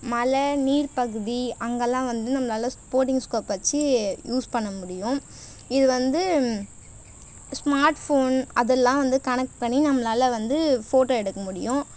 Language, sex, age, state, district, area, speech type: Tamil, female, 18-30, Tamil Nadu, Tiruvannamalai, rural, spontaneous